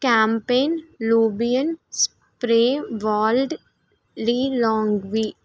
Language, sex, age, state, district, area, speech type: Telugu, female, 18-30, Telangana, Nirmal, rural, spontaneous